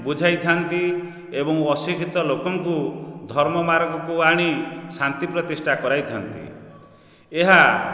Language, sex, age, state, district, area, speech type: Odia, male, 45-60, Odisha, Nayagarh, rural, spontaneous